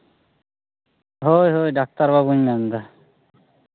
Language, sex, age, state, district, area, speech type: Santali, male, 30-45, West Bengal, Paschim Bardhaman, rural, conversation